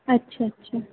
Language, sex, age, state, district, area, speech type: Marathi, female, 30-45, Maharashtra, Nagpur, urban, conversation